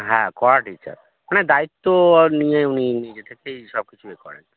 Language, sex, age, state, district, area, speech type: Bengali, male, 30-45, West Bengal, Howrah, urban, conversation